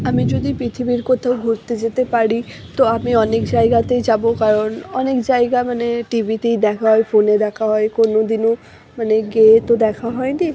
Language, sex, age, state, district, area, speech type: Bengali, female, 60+, West Bengal, Purba Bardhaman, rural, spontaneous